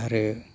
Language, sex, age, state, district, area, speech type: Bodo, male, 45-60, Assam, Baksa, rural, spontaneous